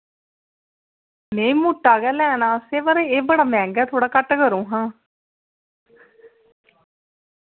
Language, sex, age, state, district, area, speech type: Dogri, female, 18-30, Jammu and Kashmir, Samba, rural, conversation